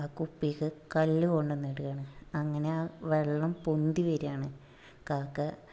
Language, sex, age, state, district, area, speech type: Malayalam, female, 18-30, Kerala, Malappuram, rural, spontaneous